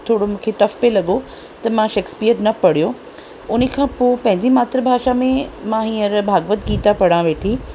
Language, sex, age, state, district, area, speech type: Sindhi, female, 45-60, Rajasthan, Ajmer, rural, spontaneous